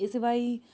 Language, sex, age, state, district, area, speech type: Gujarati, female, 30-45, Gujarat, Surat, rural, spontaneous